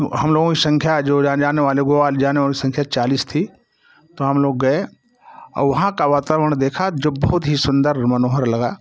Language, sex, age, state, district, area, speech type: Hindi, male, 60+, Uttar Pradesh, Jaunpur, rural, spontaneous